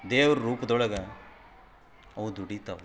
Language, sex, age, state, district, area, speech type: Kannada, male, 45-60, Karnataka, Koppal, rural, spontaneous